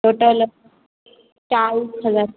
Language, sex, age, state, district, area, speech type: Marathi, female, 18-30, Maharashtra, Ahmednagar, urban, conversation